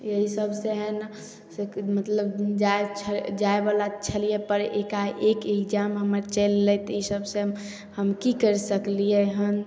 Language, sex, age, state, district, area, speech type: Maithili, female, 18-30, Bihar, Samastipur, urban, spontaneous